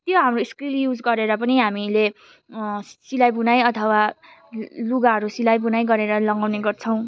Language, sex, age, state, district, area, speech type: Nepali, female, 18-30, West Bengal, Kalimpong, rural, spontaneous